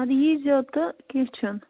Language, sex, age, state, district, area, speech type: Kashmiri, female, 45-60, Jammu and Kashmir, Baramulla, rural, conversation